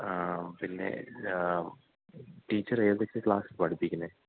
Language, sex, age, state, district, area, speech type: Malayalam, male, 18-30, Kerala, Idukki, rural, conversation